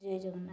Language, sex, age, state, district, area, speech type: Odia, female, 30-45, Odisha, Mayurbhanj, rural, spontaneous